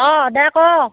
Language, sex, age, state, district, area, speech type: Assamese, female, 45-60, Assam, Barpeta, rural, conversation